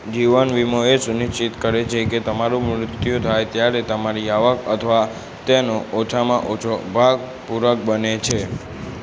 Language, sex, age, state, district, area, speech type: Gujarati, male, 18-30, Gujarat, Aravalli, urban, read